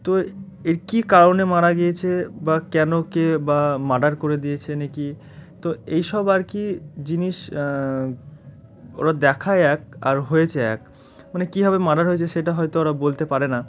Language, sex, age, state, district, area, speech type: Bengali, male, 18-30, West Bengal, Murshidabad, urban, spontaneous